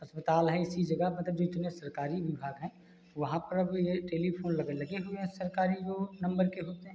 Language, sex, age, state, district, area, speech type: Hindi, male, 45-60, Uttar Pradesh, Hardoi, rural, spontaneous